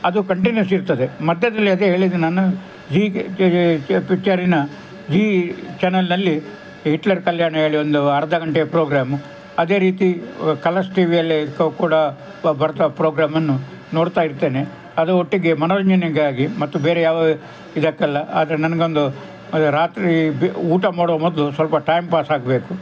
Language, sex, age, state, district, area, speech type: Kannada, male, 60+, Karnataka, Udupi, rural, spontaneous